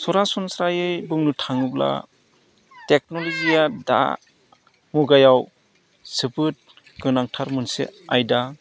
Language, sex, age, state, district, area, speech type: Bodo, male, 45-60, Assam, Udalguri, rural, spontaneous